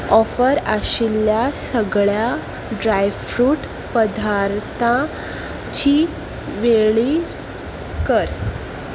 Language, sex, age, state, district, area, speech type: Goan Konkani, female, 18-30, Goa, Salcete, rural, read